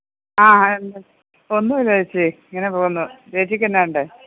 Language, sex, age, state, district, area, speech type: Malayalam, female, 30-45, Kerala, Pathanamthitta, rural, conversation